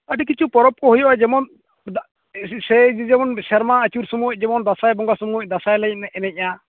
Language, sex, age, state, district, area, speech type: Santali, male, 30-45, West Bengal, Jhargram, rural, conversation